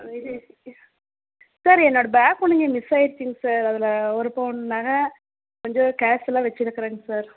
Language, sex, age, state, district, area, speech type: Tamil, female, 30-45, Tamil Nadu, Dharmapuri, rural, conversation